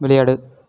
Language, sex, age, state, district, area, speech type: Tamil, male, 18-30, Tamil Nadu, Erode, rural, read